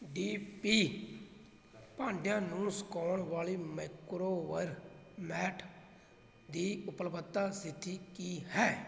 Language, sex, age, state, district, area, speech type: Punjabi, male, 30-45, Punjab, Fatehgarh Sahib, rural, read